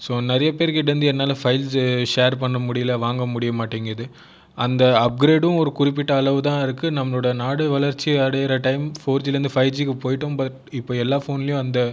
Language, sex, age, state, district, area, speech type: Tamil, male, 18-30, Tamil Nadu, Viluppuram, urban, spontaneous